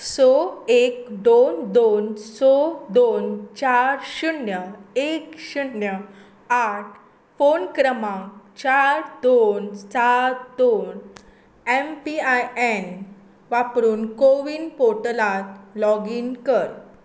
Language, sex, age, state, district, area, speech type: Goan Konkani, female, 18-30, Goa, Tiswadi, rural, read